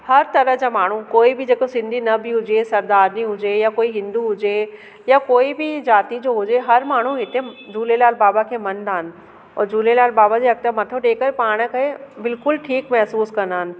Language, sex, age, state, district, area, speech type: Sindhi, female, 30-45, Delhi, South Delhi, urban, spontaneous